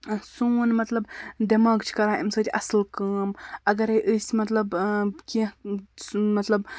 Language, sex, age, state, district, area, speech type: Kashmiri, female, 45-60, Jammu and Kashmir, Baramulla, rural, spontaneous